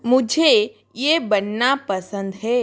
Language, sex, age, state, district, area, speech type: Hindi, female, 30-45, Rajasthan, Jodhpur, rural, read